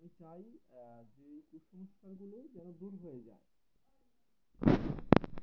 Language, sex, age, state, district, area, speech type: Bengali, male, 18-30, West Bengal, Uttar Dinajpur, urban, spontaneous